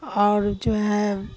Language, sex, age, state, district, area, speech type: Urdu, female, 60+, Bihar, Khagaria, rural, spontaneous